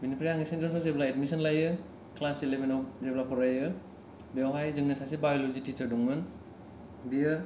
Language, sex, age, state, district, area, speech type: Bodo, male, 18-30, Assam, Kokrajhar, rural, spontaneous